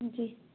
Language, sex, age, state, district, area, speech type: Hindi, female, 18-30, Madhya Pradesh, Katni, urban, conversation